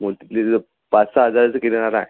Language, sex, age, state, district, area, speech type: Marathi, male, 18-30, Maharashtra, Amravati, urban, conversation